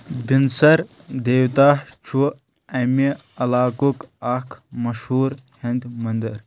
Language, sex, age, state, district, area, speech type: Kashmiri, male, 30-45, Jammu and Kashmir, Anantnag, rural, read